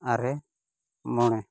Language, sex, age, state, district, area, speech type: Santali, male, 45-60, Odisha, Mayurbhanj, rural, spontaneous